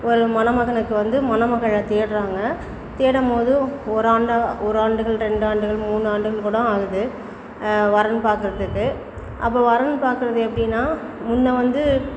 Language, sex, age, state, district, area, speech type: Tamil, female, 60+, Tamil Nadu, Perambalur, rural, spontaneous